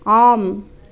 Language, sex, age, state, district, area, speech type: Tamil, female, 18-30, Tamil Nadu, Mayiladuthurai, rural, read